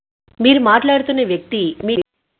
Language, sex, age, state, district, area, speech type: Telugu, female, 30-45, Telangana, Peddapalli, urban, conversation